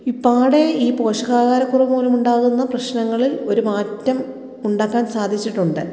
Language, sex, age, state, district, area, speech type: Malayalam, female, 30-45, Kerala, Kottayam, rural, spontaneous